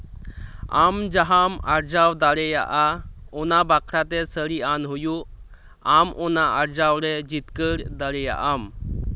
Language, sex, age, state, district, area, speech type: Santali, male, 18-30, West Bengal, Birbhum, rural, read